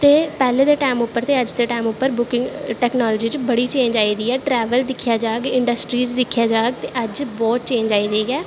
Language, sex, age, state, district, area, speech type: Dogri, female, 18-30, Jammu and Kashmir, Jammu, urban, spontaneous